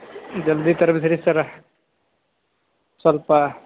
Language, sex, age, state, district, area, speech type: Kannada, male, 45-60, Karnataka, Belgaum, rural, conversation